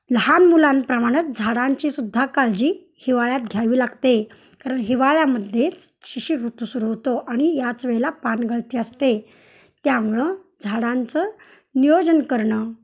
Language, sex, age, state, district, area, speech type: Marathi, female, 45-60, Maharashtra, Kolhapur, urban, spontaneous